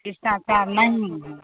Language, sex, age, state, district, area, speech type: Hindi, female, 45-60, Bihar, Begusarai, rural, conversation